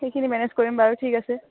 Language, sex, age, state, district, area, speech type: Assamese, female, 18-30, Assam, Kamrup Metropolitan, rural, conversation